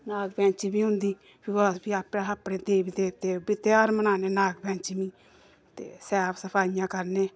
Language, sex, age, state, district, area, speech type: Dogri, female, 30-45, Jammu and Kashmir, Samba, urban, spontaneous